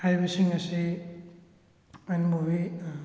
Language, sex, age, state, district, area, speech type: Manipuri, male, 18-30, Manipur, Thoubal, rural, spontaneous